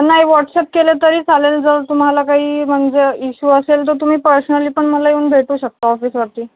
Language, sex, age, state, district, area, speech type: Marathi, female, 18-30, Maharashtra, Akola, rural, conversation